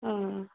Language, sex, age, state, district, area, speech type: Kashmiri, female, 30-45, Jammu and Kashmir, Pulwama, rural, conversation